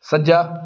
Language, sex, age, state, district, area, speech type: Punjabi, male, 30-45, Punjab, Amritsar, urban, read